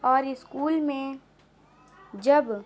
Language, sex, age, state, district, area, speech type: Urdu, female, 18-30, Bihar, Gaya, rural, spontaneous